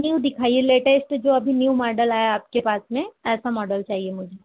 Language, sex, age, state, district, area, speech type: Hindi, female, 60+, Madhya Pradesh, Balaghat, rural, conversation